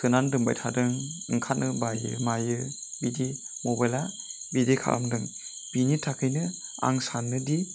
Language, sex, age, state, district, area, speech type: Bodo, male, 18-30, Assam, Chirang, urban, spontaneous